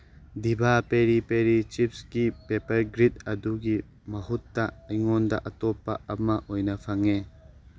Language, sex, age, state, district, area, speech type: Manipuri, male, 18-30, Manipur, Tengnoupal, urban, read